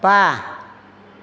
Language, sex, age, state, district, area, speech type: Bodo, female, 60+, Assam, Chirang, urban, read